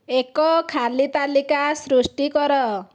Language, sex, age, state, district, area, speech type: Odia, female, 30-45, Odisha, Dhenkanal, rural, read